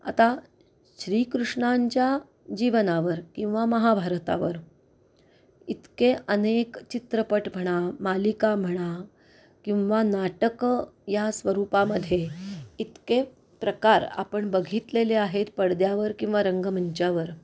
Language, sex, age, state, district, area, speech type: Marathi, female, 45-60, Maharashtra, Pune, urban, spontaneous